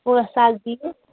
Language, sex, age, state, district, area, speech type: Kashmiri, female, 30-45, Jammu and Kashmir, Anantnag, rural, conversation